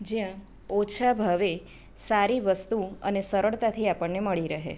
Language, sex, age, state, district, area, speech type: Gujarati, female, 30-45, Gujarat, Anand, urban, spontaneous